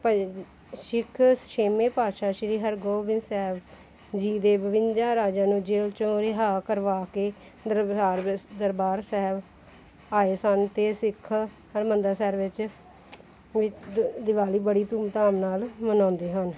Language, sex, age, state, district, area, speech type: Punjabi, female, 30-45, Punjab, Gurdaspur, urban, spontaneous